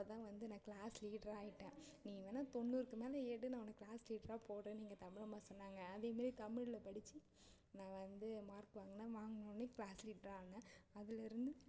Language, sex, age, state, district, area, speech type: Tamil, female, 18-30, Tamil Nadu, Ariyalur, rural, spontaneous